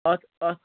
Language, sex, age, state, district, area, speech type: Kashmiri, male, 45-60, Jammu and Kashmir, Srinagar, urban, conversation